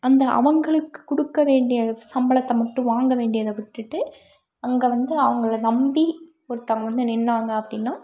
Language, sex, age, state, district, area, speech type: Tamil, female, 18-30, Tamil Nadu, Tiruppur, rural, spontaneous